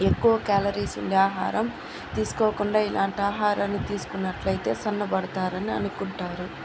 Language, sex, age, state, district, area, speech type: Telugu, female, 45-60, Andhra Pradesh, Chittoor, rural, spontaneous